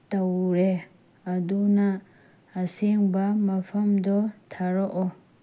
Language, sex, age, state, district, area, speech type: Manipuri, female, 18-30, Manipur, Tengnoupal, urban, spontaneous